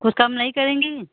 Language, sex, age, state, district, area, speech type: Hindi, female, 45-60, Uttar Pradesh, Ghazipur, rural, conversation